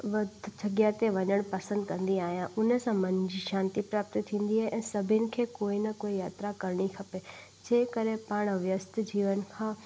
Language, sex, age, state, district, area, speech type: Sindhi, female, 18-30, Gujarat, Junagadh, rural, spontaneous